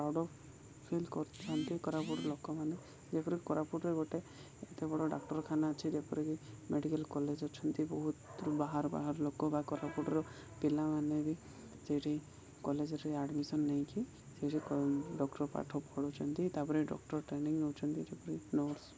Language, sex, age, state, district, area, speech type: Odia, male, 18-30, Odisha, Koraput, urban, spontaneous